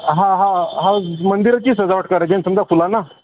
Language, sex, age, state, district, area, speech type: Marathi, male, 45-60, Maharashtra, Amravati, rural, conversation